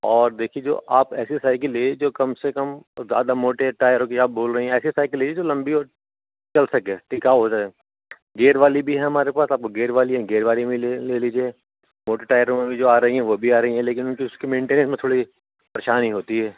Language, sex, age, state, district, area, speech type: Urdu, male, 45-60, Uttar Pradesh, Rampur, urban, conversation